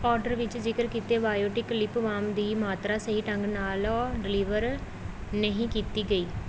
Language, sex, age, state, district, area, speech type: Punjabi, female, 18-30, Punjab, Pathankot, rural, read